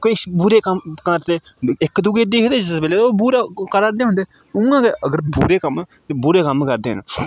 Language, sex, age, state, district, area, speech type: Dogri, male, 18-30, Jammu and Kashmir, Udhampur, rural, spontaneous